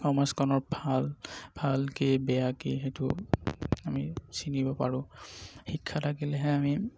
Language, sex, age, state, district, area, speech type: Assamese, male, 30-45, Assam, Darrang, rural, spontaneous